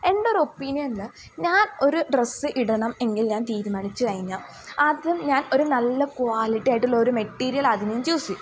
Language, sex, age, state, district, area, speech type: Malayalam, female, 18-30, Kerala, Idukki, rural, spontaneous